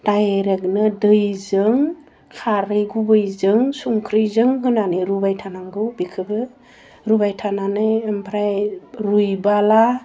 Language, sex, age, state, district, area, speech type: Bodo, female, 30-45, Assam, Udalguri, rural, spontaneous